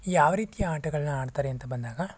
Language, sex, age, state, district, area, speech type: Kannada, male, 18-30, Karnataka, Chikkaballapur, rural, spontaneous